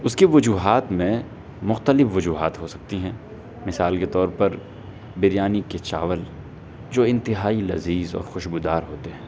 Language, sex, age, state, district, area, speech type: Urdu, male, 18-30, Delhi, North West Delhi, urban, spontaneous